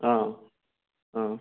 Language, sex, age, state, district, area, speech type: Assamese, male, 30-45, Assam, Sonitpur, rural, conversation